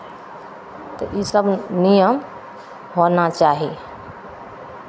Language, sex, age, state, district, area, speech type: Maithili, female, 45-60, Bihar, Madhepura, rural, spontaneous